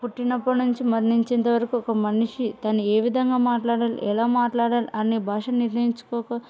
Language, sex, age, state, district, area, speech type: Telugu, female, 30-45, Andhra Pradesh, Kurnool, rural, spontaneous